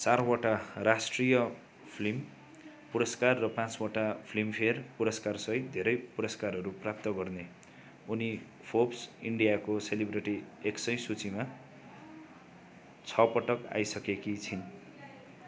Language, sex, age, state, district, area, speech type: Nepali, male, 30-45, West Bengal, Darjeeling, rural, read